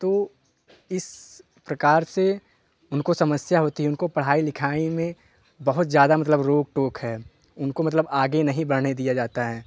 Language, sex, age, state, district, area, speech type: Hindi, male, 18-30, Uttar Pradesh, Jaunpur, rural, spontaneous